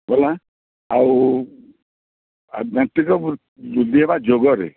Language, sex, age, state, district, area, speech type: Odia, male, 45-60, Odisha, Bargarh, urban, conversation